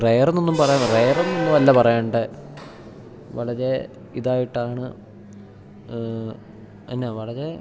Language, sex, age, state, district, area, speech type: Malayalam, male, 18-30, Kerala, Idukki, rural, spontaneous